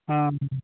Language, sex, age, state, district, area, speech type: Odia, male, 45-60, Odisha, Nabarangpur, rural, conversation